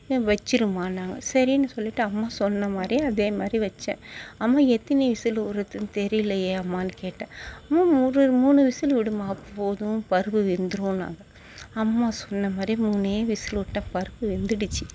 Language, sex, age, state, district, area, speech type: Tamil, female, 60+, Tamil Nadu, Mayiladuthurai, rural, spontaneous